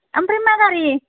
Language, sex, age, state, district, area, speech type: Bodo, female, 30-45, Assam, Chirang, rural, conversation